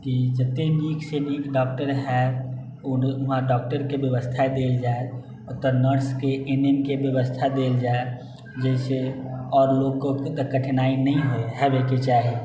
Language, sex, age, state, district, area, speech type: Maithili, male, 18-30, Bihar, Sitamarhi, urban, spontaneous